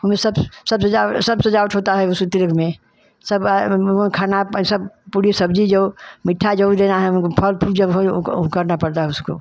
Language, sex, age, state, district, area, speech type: Hindi, female, 60+, Uttar Pradesh, Ghazipur, rural, spontaneous